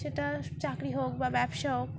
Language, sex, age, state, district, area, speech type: Bengali, female, 18-30, West Bengal, Dakshin Dinajpur, urban, spontaneous